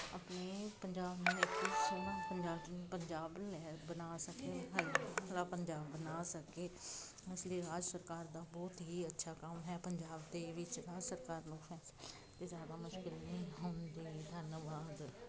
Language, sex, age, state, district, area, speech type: Punjabi, female, 30-45, Punjab, Jalandhar, urban, spontaneous